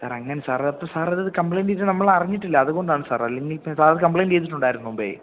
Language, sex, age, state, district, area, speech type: Malayalam, male, 18-30, Kerala, Idukki, rural, conversation